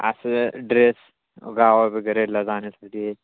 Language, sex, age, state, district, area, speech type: Marathi, male, 18-30, Maharashtra, Beed, rural, conversation